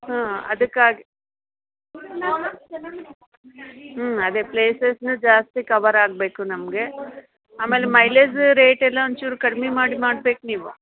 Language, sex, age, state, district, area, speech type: Kannada, female, 45-60, Karnataka, Dharwad, urban, conversation